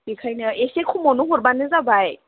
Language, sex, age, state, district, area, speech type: Bodo, female, 30-45, Assam, Chirang, rural, conversation